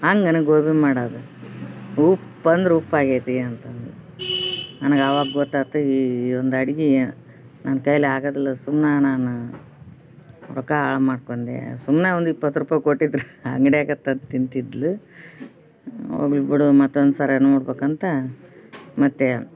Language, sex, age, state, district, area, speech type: Kannada, female, 30-45, Karnataka, Koppal, urban, spontaneous